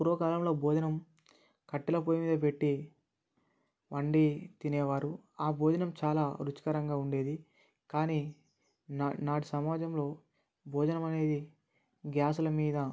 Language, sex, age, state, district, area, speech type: Telugu, male, 18-30, Telangana, Mancherial, rural, spontaneous